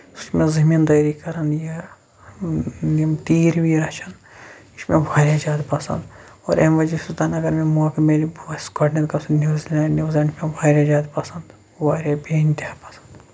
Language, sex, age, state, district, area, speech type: Kashmiri, male, 18-30, Jammu and Kashmir, Shopian, urban, spontaneous